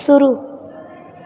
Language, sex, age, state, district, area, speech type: Hindi, female, 18-30, Uttar Pradesh, Azamgarh, rural, read